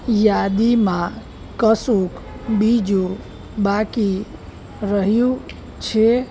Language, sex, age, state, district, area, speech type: Gujarati, male, 18-30, Gujarat, Anand, rural, read